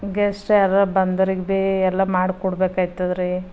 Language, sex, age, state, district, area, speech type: Kannada, female, 45-60, Karnataka, Bidar, rural, spontaneous